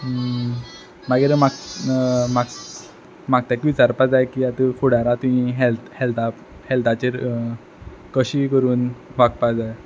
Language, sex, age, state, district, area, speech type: Goan Konkani, male, 18-30, Goa, Quepem, rural, spontaneous